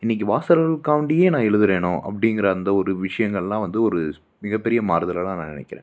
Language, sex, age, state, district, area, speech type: Tamil, male, 30-45, Tamil Nadu, Coimbatore, urban, spontaneous